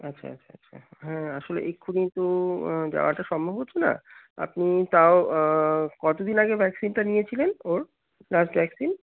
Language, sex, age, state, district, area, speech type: Bengali, male, 30-45, West Bengal, Darjeeling, urban, conversation